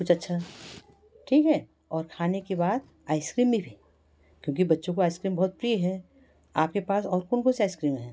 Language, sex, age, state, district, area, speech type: Hindi, female, 60+, Madhya Pradesh, Betul, urban, spontaneous